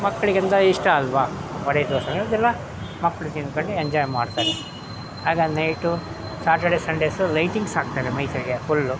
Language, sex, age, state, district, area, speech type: Kannada, male, 60+, Karnataka, Mysore, rural, spontaneous